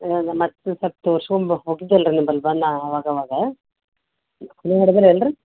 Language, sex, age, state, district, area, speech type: Kannada, female, 45-60, Karnataka, Gulbarga, urban, conversation